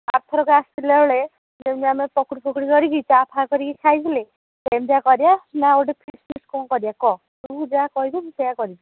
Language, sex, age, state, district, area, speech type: Odia, female, 30-45, Odisha, Puri, urban, conversation